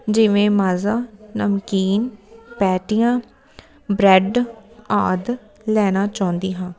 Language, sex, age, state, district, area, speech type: Punjabi, female, 18-30, Punjab, Amritsar, rural, spontaneous